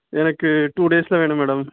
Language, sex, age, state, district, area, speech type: Tamil, male, 18-30, Tamil Nadu, Ranipet, urban, conversation